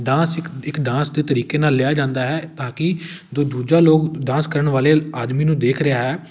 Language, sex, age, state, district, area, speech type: Punjabi, male, 18-30, Punjab, Amritsar, urban, spontaneous